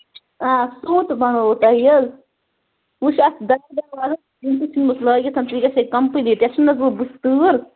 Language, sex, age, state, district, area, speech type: Kashmiri, female, 30-45, Jammu and Kashmir, Bandipora, rural, conversation